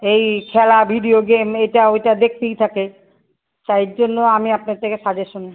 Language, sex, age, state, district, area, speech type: Bengali, female, 30-45, West Bengal, Alipurduar, rural, conversation